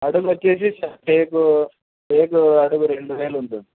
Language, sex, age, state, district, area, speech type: Telugu, male, 30-45, Andhra Pradesh, Anantapur, rural, conversation